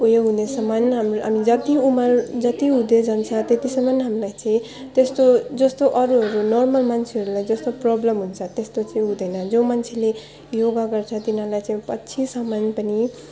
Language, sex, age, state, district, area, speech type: Nepali, female, 18-30, West Bengal, Alipurduar, urban, spontaneous